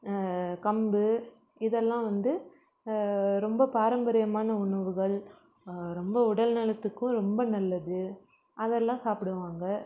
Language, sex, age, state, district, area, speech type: Tamil, female, 18-30, Tamil Nadu, Krishnagiri, rural, spontaneous